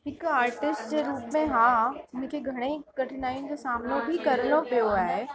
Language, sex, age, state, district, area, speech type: Sindhi, female, 45-60, Uttar Pradesh, Lucknow, rural, spontaneous